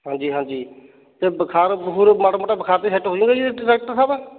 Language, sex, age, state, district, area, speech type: Punjabi, male, 30-45, Punjab, Fatehgarh Sahib, rural, conversation